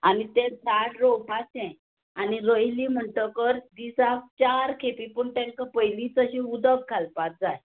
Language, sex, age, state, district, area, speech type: Goan Konkani, female, 45-60, Goa, Tiswadi, rural, conversation